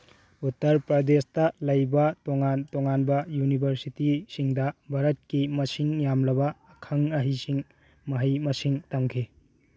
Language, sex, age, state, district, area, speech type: Manipuri, male, 18-30, Manipur, Churachandpur, rural, read